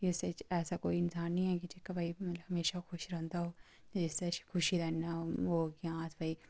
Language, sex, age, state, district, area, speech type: Dogri, female, 30-45, Jammu and Kashmir, Udhampur, urban, spontaneous